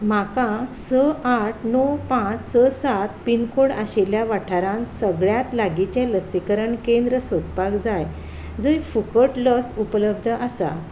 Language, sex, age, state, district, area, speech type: Goan Konkani, female, 45-60, Goa, Ponda, rural, read